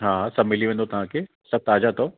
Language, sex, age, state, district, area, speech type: Sindhi, male, 45-60, Uttar Pradesh, Lucknow, urban, conversation